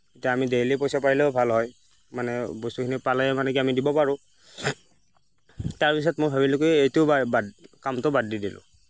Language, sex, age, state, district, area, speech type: Assamese, male, 60+, Assam, Nagaon, rural, spontaneous